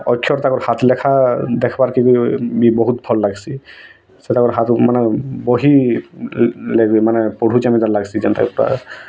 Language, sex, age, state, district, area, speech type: Odia, male, 18-30, Odisha, Bargarh, urban, spontaneous